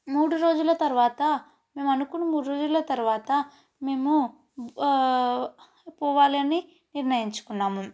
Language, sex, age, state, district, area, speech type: Telugu, female, 18-30, Telangana, Nalgonda, urban, spontaneous